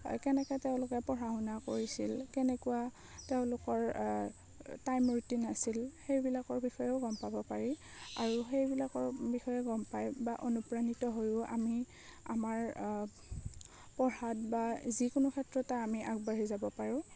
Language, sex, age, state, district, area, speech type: Assamese, female, 18-30, Assam, Darrang, rural, spontaneous